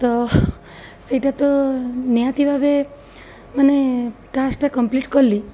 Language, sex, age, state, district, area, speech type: Odia, female, 30-45, Odisha, Cuttack, urban, spontaneous